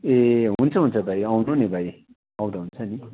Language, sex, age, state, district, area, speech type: Nepali, male, 60+, West Bengal, Darjeeling, rural, conversation